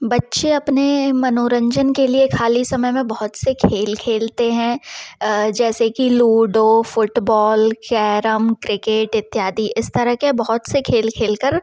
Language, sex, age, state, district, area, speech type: Hindi, female, 30-45, Madhya Pradesh, Jabalpur, urban, spontaneous